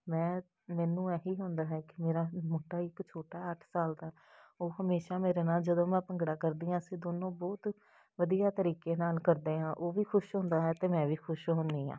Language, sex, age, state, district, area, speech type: Punjabi, female, 30-45, Punjab, Jalandhar, urban, spontaneous